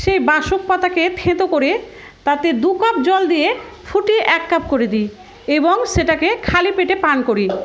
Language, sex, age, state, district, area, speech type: Bengali, female, 30-45, West Bengal, Murshidabad, rural, spontaneous